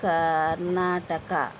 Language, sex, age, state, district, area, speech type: Telugu, female, 45-60, Andhra Pradesh, N T Rama Rao, urban, spontaneous